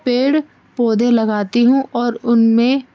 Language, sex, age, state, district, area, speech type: Urdu, female, 30-45, Delhi, North East Delhi, urban, spontaneous